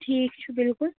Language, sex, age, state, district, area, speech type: Kashmiri, female, 45-60, Jammu and Kashmir, Kupwara, urban, conversation